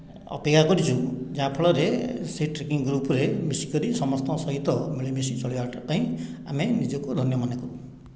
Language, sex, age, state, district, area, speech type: Odia, male, 60+, Odisha, Khordha, rural, spontaneous